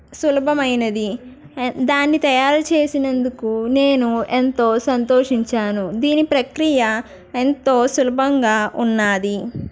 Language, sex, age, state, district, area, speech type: Telugu, female, 18-30, Andhra Pradesh, East Godavari, rural, spontaneous